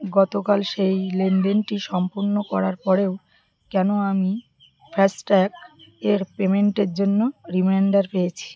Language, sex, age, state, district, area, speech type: Bengali, female, 30-45, West Bengal, Birbhum, urban, read